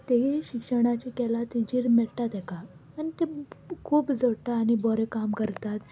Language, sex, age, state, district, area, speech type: Goan Konkani, female, 18-30, Goa, Salcete, rural, spontaneous